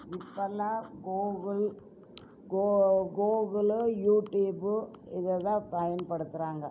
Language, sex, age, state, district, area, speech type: Tamil, female, 60+, Tamil Nadu, Coimbatore, urban, spontaneous